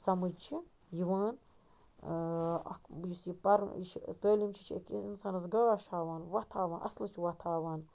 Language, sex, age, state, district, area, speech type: Kashmiri, female, 30-45, Jammu and Kashmir, Baramulla, rural, spontaneous